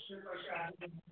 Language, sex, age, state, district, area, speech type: Hindi, male, 45-60, Uttar Pradesh, Chandauli, rural, conversation